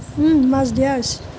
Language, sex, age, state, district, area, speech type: Assamese, female, 30-45, Assam, Nalbari, rural, spontaneous